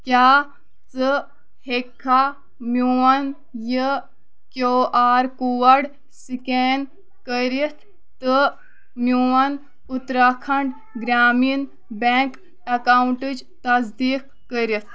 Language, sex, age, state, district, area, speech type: Kashmiri, female, 18-30, Jammu and Kashmir, Kulgam, rural, read